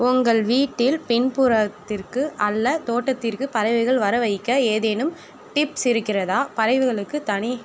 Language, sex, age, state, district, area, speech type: Tamil, female, 18-30, Tamil Nadu, Perambalur, urban, spontaneous